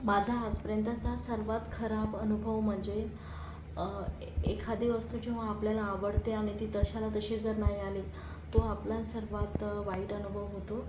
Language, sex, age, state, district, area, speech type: Marathi, female, 30-45, Maharashtra, Yavatmal, rural, spontaneous